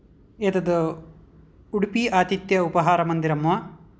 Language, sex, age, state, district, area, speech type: Sanskrit, male, 18-30, Karnataka, Vijayanagara, urban, spontaneous